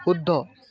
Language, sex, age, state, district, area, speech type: Assamese, male, 18-30, Assam, Lakhimpur, rural, read